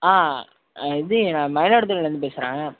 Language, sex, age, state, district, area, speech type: Tamil, male, 30-45, Tamil Nadu, Tiruvarur, rural, conversation